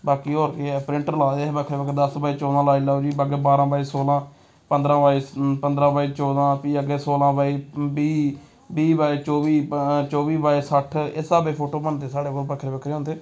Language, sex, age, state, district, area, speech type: Dogri, male, 18-30, Jammu and Kashmir, Samba, rural, spontaneous